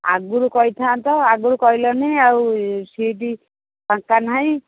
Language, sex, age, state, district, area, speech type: Odia, female, 60+, Odisha, Jharsuguda, rural, conversation